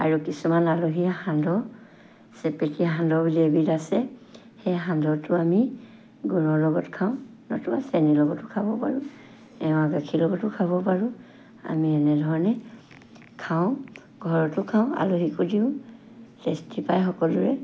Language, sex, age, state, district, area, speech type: Assamese, female, 60+, Assam, Charaideo, rural, spontaneous